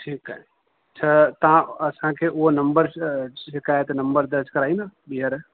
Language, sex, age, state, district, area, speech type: Sindhi, male, 30-45, Rajasthan, Ajmer, urban, conversation